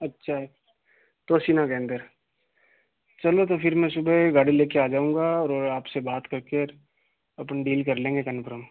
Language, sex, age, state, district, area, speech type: Hindi, male, 18-30, Rajasthan, Ajmer, urban, conversation